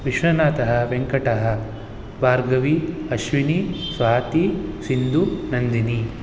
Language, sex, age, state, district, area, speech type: Sanskrit, male, 18-30, Karnataka, Bangalore Urban, urban, spontaneous